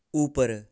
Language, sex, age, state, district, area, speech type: Dogri, male, 18-30, Jammu and Kashmir, Samba, urban, read